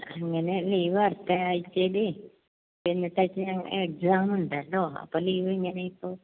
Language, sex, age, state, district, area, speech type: Malayalam, female, 45-60, Kerala, Kasaragod, rural, conversation